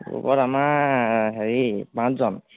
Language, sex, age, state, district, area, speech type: Assamese, male, 18-30, Assam, Sivasagar, rural, conversation